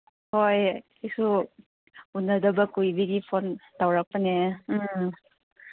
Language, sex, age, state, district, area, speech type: Manipuri, female, 30-45, Manipur, Chandel, rural, conversation